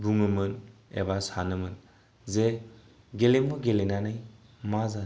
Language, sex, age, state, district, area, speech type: Bodo, male, 30-45, Assam, Kokrajhar, rural, spontaneous